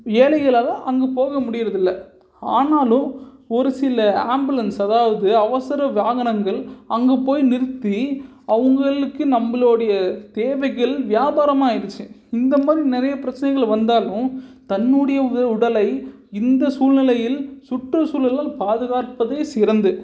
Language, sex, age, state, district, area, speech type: Tamil, male, 18-30, Tamil Nadu, Salem, urban, spontaneous